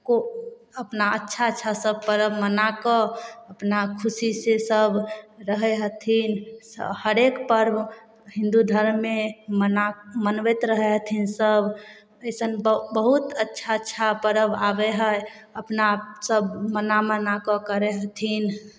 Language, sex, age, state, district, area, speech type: Maithili, female, 18-30, Bihar, Samastipur, urban, spontaneous